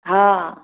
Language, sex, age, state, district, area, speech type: Hindi, female, 30-45, Bihar, Vaishali, rural, conversation